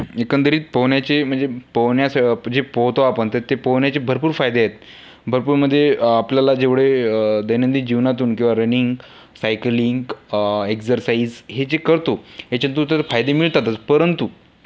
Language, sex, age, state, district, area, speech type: Marathi, male, 18-30, Maharashtra, Washim, rural, spontaneous